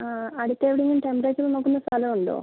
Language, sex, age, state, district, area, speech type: Malayalam, female, 30-45, Kerala, Kozhikode, urban, conversation